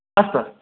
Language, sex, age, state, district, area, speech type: Sanskrit, male, 18-30, Karnataka, Dakshina Kannada, rural, conversation